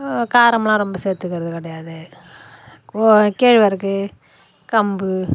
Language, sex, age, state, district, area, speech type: Tamil, female, 45-60, Tamil Nadu, Nagapattinam, rural, spontaneous